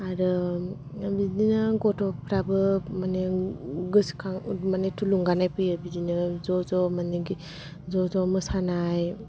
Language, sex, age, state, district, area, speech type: Bodo, female, 45-60, Assam, Kokrajhar, urban, spontaneous